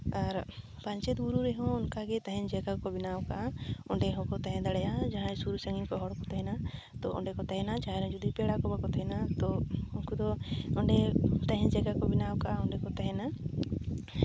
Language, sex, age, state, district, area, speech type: Santali, female, 18-30, West Bengal, Purulia, rural, spontaneous